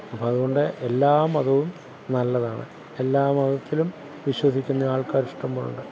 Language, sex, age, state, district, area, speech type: Malayalam, male, 60+, Kerala, Pathanamthitta, rural, spontaneous